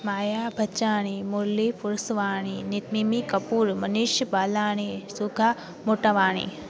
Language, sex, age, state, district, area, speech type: Sindhi, female, 18-30, Gujarat, Junagadh, rural, spontaneous